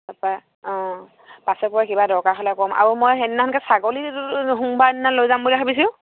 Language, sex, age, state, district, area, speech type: Assamese, female, 30-45, Assam, Sivasagar, rural, conversation